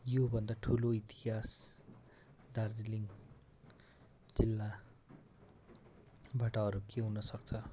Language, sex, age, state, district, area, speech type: Nepali, male, 18-30, West Bengal, Darjeeling, rural, spontaneous